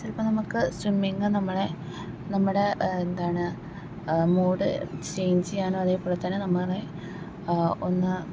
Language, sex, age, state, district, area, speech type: Malayalam, female, 18-30, Kerala, Thrissur, urban, spontaneous